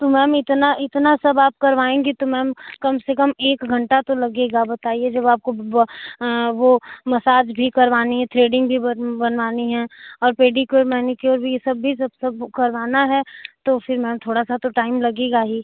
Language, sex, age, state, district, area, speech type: Hindi, female, 18-30, Uttar Pradesh, Azamgarh, rural, conversation